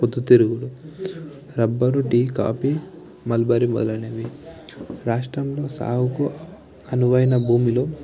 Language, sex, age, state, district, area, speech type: Telugu, male, 18-30, Telangana, Sangareddy, urban, spontaneous